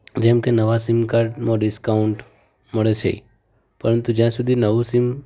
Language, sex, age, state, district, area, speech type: Gujarati, male, 30-45, Gujarat, Ahmedabad, urban, spontaneous